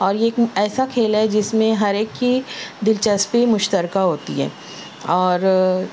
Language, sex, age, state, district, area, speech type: Urdu, female, 30-45, Maharashtra, Nashik, urban, spontaneous